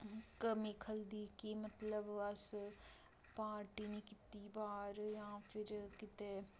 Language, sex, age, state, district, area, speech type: Dogri, female, 18-30, Jammu and Kashmir, Reasi, rural, spontaneous